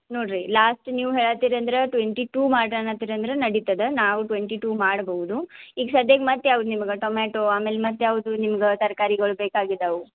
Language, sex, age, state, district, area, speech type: Kannada, female, 18-30, Karnataka, Belgaum, rural, conversation